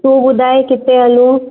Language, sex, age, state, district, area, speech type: Sindhi, female, 18-30, Maharashtra, Mumbai Suburban, urban, conversation